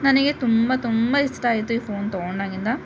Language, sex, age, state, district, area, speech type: Kannada, female, 18-30, Karnataka, Chitradurga, rural, spontaneous